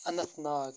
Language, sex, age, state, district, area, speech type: Kashmiri, male, 18-30, Jammu and Kashmir, Kupwara, rural, spontaneous